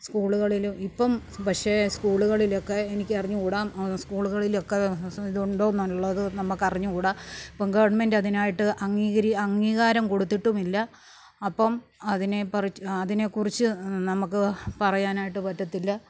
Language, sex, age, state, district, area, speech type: Malayalam, female, 45-60, Kerala, Pathanamthitta, rural, spontaneous